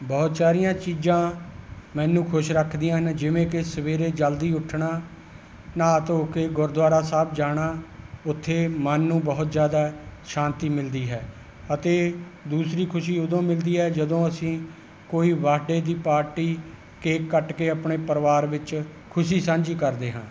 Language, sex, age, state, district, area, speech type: Punjabi, male, 60+, Punjab, Rupnagar, rural, spontaneous